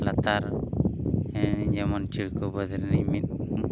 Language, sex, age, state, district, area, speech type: Santali, male, 30-45, Odisha, Mayurbhanj, rural, spontaneous